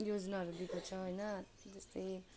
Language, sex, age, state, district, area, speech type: Nepali, female, 18-30, West Bengal, Alipurduar, urban, spontaneous